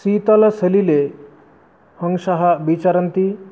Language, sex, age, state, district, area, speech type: Sanskrit, male, 18-30, West Bengal, Murshidabad, rural, spontaneous